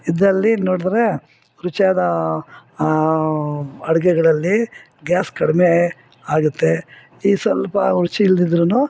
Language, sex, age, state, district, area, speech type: Kannada, female, 60+, Karnataka, Bangalore Urban, rural, spontaneous